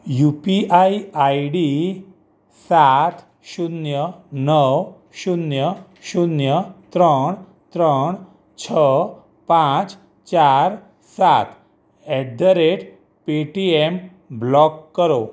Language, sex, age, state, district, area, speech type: Gujarati, male, 45-60, Gujarat, Ahmedabad, urban, read